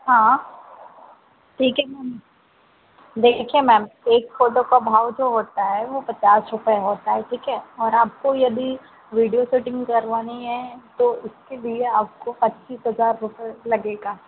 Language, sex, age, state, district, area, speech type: Hindi, female, 18-30, Madhya Pradesh, Harda, urban, conversation